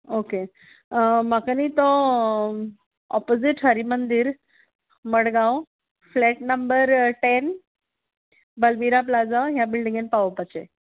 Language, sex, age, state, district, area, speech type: Goan Konkani, female, 30-45, Goa, Canacona, urban, conversation